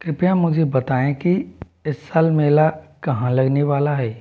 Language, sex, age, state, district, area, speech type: Hindi, male, 45-60, Rajasthan, Jaipur, urban, read